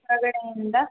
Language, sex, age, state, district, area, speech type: Kannada, female, 18-30, Karnataka, Hassan, urban, conversation